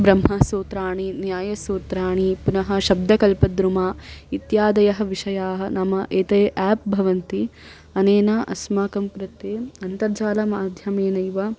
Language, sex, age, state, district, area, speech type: Sanskrit, female, 18-30, Karnataka, Davanagere, urban, spontaneous